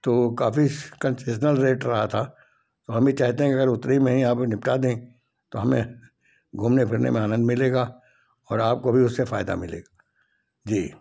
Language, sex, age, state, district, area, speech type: Hindi, male, 60+, Madhya Pradesh, Gwalior, rural, spontaneous